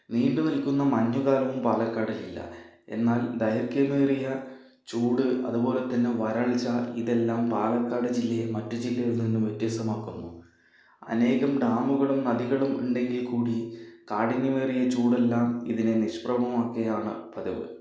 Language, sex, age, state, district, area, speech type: Malayalam, male, 30-45, Kerala, Palakkad, urban, spontaneous